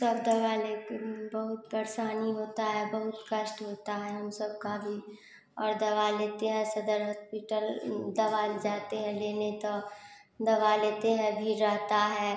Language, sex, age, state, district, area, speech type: Hindi, female, 18-30, Bihar, Samastipur, rural, spontaneous